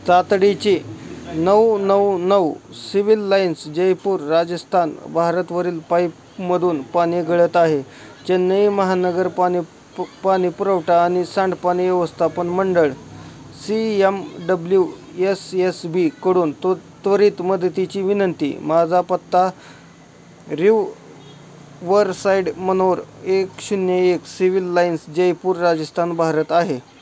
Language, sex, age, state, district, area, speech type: Marathi, male, 18-30, Maharashtra, Osmanabad, rural, read